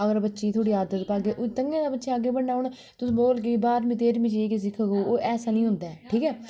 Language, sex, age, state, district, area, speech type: Dogri, female, 18-30, Jammu and Kashmir, Kathua, urban, spontaneous